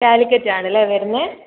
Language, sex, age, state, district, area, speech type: Malayalam, male, 18-30, Kerala, Kozhikode, urban, conversation